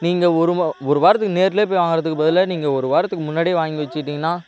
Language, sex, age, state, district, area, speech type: Tamil, male, 18-30, Tamil Nadu, Kallakurichi, urban, spontaneous